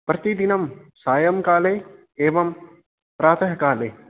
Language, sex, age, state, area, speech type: Sanskrit, male, 18-30, Haryana, rural, conversation